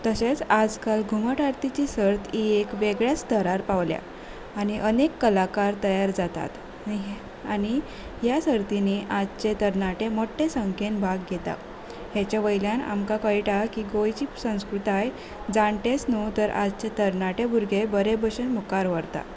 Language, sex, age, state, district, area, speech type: Goan Konkani, female, 18-30, Goa, Salcete, urban, spontaneous